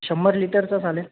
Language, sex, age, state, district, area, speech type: Marathi, male, 30-45, Maharashtra, Nanded, rural, conversation